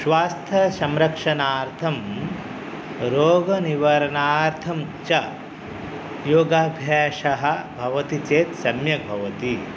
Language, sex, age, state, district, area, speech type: Sanskrit, male, 30-45, West Bengal, North 24 Parganas, urban, spontaneous